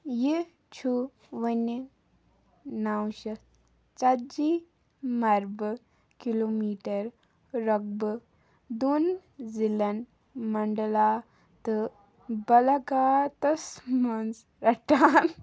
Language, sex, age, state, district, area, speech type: Kashmiri, female, 18-30, Jammu and Kashmir, Baramulla, rural, read